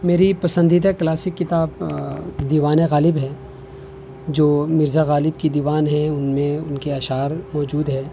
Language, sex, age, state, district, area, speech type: Urdu, male, 18-30, Delhi, North West Delhi, urban, spontaneous